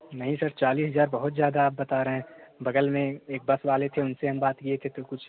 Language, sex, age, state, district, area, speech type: Hindi, male, 18-30, Uttar Pradesh, Jaunpur, rural, conversation